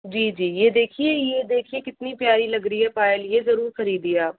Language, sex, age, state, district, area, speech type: Hindi, female, 45-60, Rajasthan, Jaipur, urban, conversation